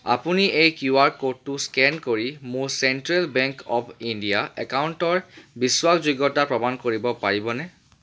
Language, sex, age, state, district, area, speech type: Assamese, male, 30-45, Assam, Charaideo, urban, read